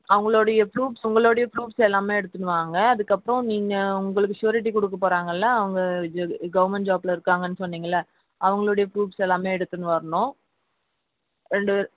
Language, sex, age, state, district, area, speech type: Tamil, female, 18-30, Tamil Nadu, Dharmapuri, rural, conversation